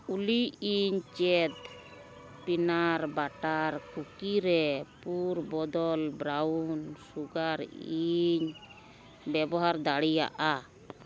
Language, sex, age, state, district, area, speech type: Santali, female, 45-60, West Bengal, Uttar Dinajpur, rural, read